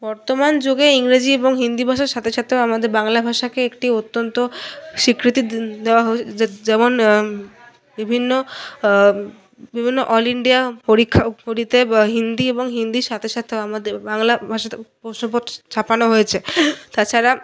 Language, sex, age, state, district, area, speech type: Bengali, female, 30-45, West Bengal, Paschim Bardhaman, urban, spontaneous